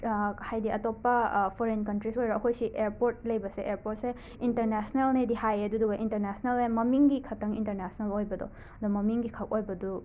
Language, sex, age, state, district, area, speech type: Manipuri, female, 18-30, Manipur, Imphal West, rural, spontaneous